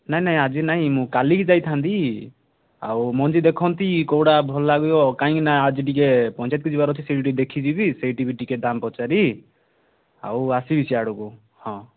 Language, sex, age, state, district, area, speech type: Odia, male, 18-30, Odisha, Kandhamal, rural, conversation